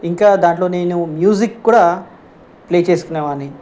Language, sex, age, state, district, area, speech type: Telugu, male, 45-60, Telangana, Ranga Reddy, urban, spontaneous